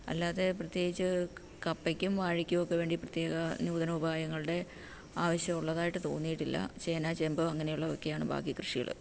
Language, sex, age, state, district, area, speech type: Malayalam, female, 45-60, Kerala, Pathanamthitta, rural, spontaneous